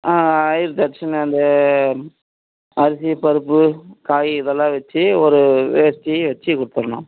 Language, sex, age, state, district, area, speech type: Tamil, male, 60+, Tamil Nadu, Vellore, rural, conversation